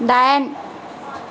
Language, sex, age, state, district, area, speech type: Bodo, female, 30-45, Assam, Chirang, rural, read